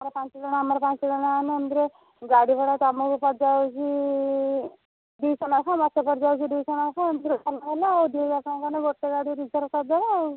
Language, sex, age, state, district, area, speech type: Odia, female, 30-45, Odisha, Kendujhar, urban, conversation